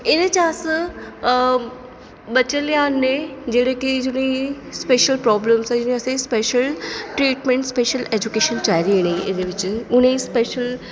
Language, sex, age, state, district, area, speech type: Dogri, female, 30-45, Jammu and Kashmir, Jammu, urban, spontaneous